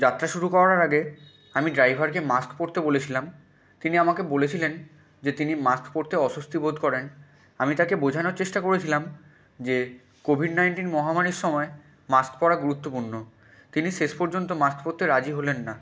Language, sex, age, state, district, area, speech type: Bengali, male, 18-30, West Bengal, Purba Medinipur, rural, spontaneous